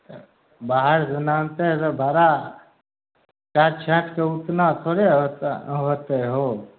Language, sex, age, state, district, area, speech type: Maithili, male, 18-30, Bihar, Begusarai, rural, conversation